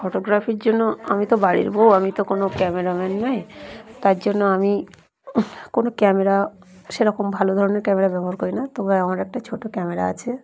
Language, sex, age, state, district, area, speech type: Bengali, female, 45-60, West Bengal, Dakshin Dinajpur, urban, spontaneous